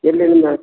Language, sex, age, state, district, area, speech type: Kannada, male, 60+, Karnataka, Gulbarga, urban, conversation